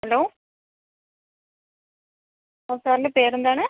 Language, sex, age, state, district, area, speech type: Malayalam, female, 45-60, Kerala, Kozhikode, urban, conversation